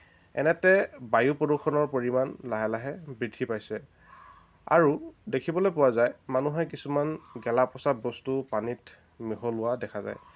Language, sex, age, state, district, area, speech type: Assamese, male, 18-30, Assam, Lakhimpur, rural, spontaneous